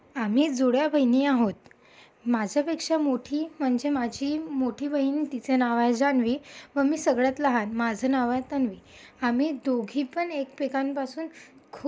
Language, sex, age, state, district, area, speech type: Marathi, female, 18-30, Maharashtra, Amravati, urban, spontaneous